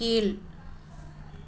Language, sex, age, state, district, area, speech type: Tamil, female, 30-45, Tamil Nadu, Dharmapuri, rural, read